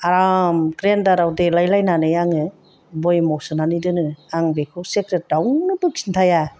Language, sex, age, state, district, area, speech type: Bodo, female, 45-60, Assam, Chirang, rural, spontaneous